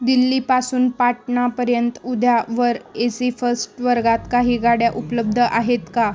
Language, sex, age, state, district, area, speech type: Marathi, female, 18-30, Maharashtra, Osmanabad, rural, read